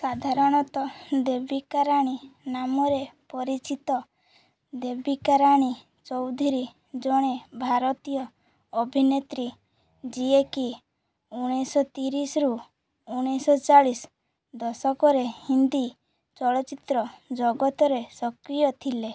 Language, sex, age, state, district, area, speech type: Odia, female, 18-30, Odisha, Balasore, rural, read